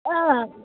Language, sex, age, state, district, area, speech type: Assamese, female, 45-60, Assam, Sivasagar, urban, conversation